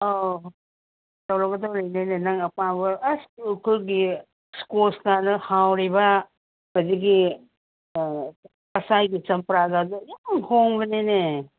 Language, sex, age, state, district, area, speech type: Manipuri, female, 60+, Manipur, Ukhrul, rural, conversation